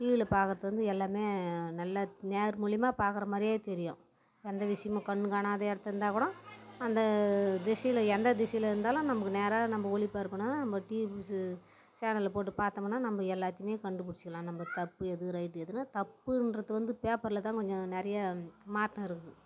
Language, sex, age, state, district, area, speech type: Tamil, female, 60+, Tamil Nadu, Tiruvannamalai, rural, spontaneous